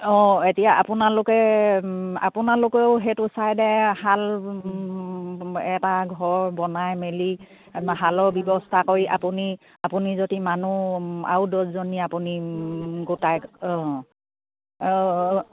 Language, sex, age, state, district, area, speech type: Assamese, female, 60+, Assam, Dibrugarh, rural, conversation